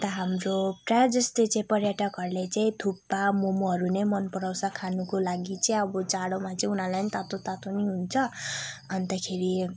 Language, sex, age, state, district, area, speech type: Nepali, female, 18-30, West Bengal, Kalimpong, rural, spontaneous